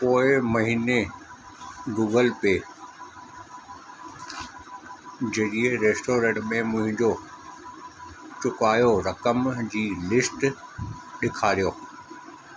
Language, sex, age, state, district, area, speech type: Sindhi, male, 45-60, Madhya Pradesh, Katni, urban, read